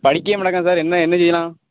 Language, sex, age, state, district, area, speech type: Tamil, male, 18-30, Tamil Nadu, Thoothukudi, rural, conversation